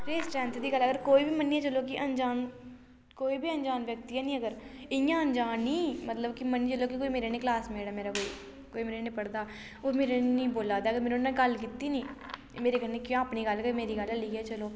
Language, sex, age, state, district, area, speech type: Dogri, female, 18-30, Jammu and Kashmir, Reasi, rural, spontaneous